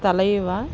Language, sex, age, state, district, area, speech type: Telugu, female, 30-45, Andhra Pradesh, Bapatla, urban, spontaneous